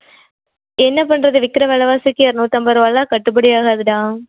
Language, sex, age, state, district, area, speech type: Tamil, female, 18-30, Tamil Nadu, Erode, rural, conversation